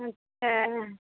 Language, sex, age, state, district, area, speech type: Urdu, female, 30-45, Bihar, Khagaria, rural, conversation